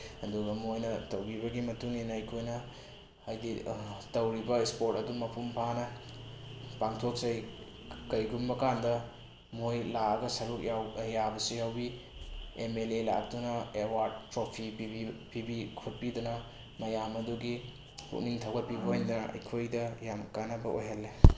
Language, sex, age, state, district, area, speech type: Manipuri, male, 18-30, Manipur, Bishnupur, rural, spontaneous